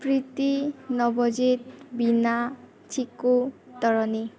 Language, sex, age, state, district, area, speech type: Assamese, female, 18-30, Assam, Kamrup Metropolitan, urban, spontaneous